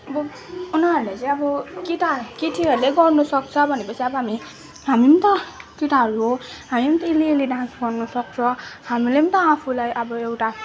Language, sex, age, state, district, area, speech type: Nepali, female, 18-30, West Bengal, Darjeeling, rural, spontaneous